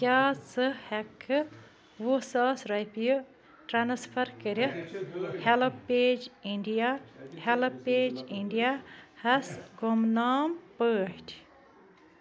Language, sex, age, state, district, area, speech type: Kashmiri, female, 45-60, Jammu and Kashmir, Bandipora, rural, read